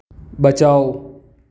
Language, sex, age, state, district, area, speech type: Hindi, male, 18-30, Madhya Pradesh, Jabalpur, urban, read